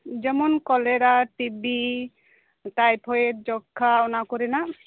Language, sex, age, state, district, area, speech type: Santali, female, 30-45, West Bengal, Birbhum, rural, conversation